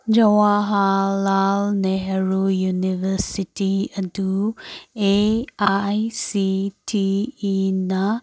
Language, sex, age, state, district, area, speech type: Manipuri, female, 18-30, Manipur, Kangpokpi, urban, read